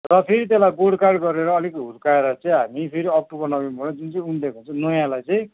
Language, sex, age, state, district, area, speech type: Nepali, male, 45-60, West Bengal, Kalimpong, rural, conversation